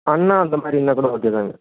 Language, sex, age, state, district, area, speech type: Tamil, male, 18-30, Tamil Nadu, Erode, rural, conversation